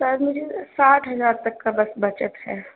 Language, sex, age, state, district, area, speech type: Urdu, female, 30-45, Bihar, Darbhanga, urban, conversation